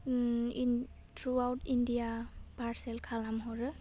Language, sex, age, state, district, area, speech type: Bodo, female, 18-30, Assam, Udalguri, urban, spontaneous